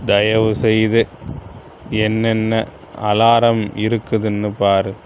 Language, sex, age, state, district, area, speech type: Tamil, male, 45-60, Tamil Nadu, Pudukkottai, rural, read